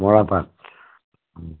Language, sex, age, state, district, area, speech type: Assamese, male, 60+, Assam, Charaideo, rural, conversation